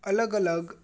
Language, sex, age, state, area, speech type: Gujarati, male, 18-30, Gujarat, urban, spontaneous